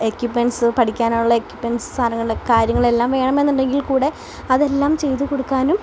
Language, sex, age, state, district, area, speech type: Malayalam, female, 18-30, Kerala, Palakkad, urban, spontaneous